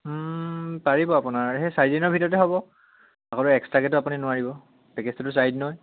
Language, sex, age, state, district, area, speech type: Assamese, male, 18-30, Assam, Sivasagar, urban, conversation